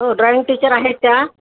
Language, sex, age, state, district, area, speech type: Marathi, female, 60+, Maharashtra, Pune, urban, conversation